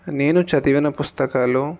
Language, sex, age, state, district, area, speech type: Telugu, male, 18-30, Telangana, Jangaon, urban, spontaneous